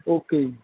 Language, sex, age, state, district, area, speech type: Punjabi, male, 18-30, Punjab, Barnala, rural, conversation